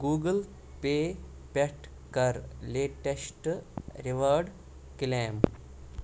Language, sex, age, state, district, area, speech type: Kashmiri, male, 18-30, Jammu and Kashmir, Baramulla, urban, read